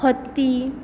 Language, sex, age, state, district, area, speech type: Goan Konkani, female, 18-30, Goa, Tiswadi, rural, spontaneous